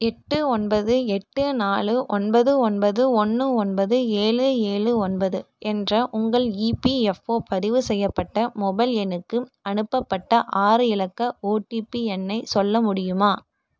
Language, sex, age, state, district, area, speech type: Tamil, female, 18-30, Tamil Nadu, Erode, rural, read